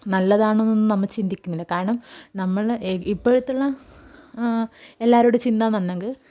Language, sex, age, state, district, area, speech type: Malayalam, female, 18-30, Kerala, Kasaragod, rural, spontaneous